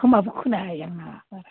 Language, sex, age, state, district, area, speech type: Bodo, female, 60+, Assam, Kokrajhar, rural, conversation